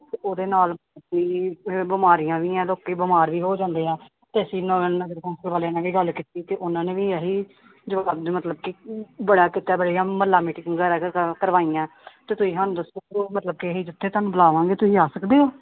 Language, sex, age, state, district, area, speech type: Punjabi, female, 30-45, Punjab, Gurdaspur, urban, conversation